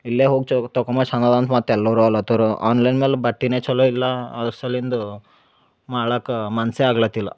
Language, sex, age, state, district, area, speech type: Kannada, male, 18-30, Karnataka, Bidar, urban, spontaneous